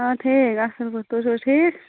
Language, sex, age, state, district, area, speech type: Kashmiri, female, 30-45, Jammu and Kashmir, Budgam, rural, conversation